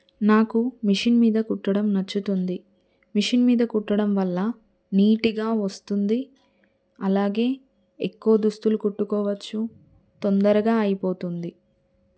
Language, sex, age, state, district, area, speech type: Telugu, female, 30-45, Telangana, Adilabad, rural, spontaneous